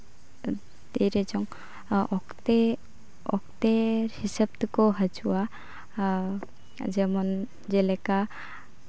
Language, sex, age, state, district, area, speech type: Santali, female, 18-30, West Bengal, Uttar Dinajpur, rural, spontaneous